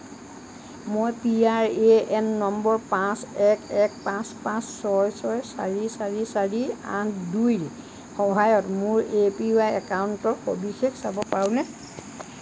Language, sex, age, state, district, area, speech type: Assamese, female, 60+, Assam, Lakhimpur, rural, read